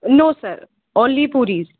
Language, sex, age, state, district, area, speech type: Hindi, female, 30-45, Madhya Pradesh, Hoshangabad, urban, conversation